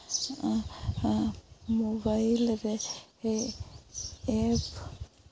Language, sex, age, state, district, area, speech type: Santali, female, 18-30, Jharkhand, Seraikela Kharsawan, rural, spontaneous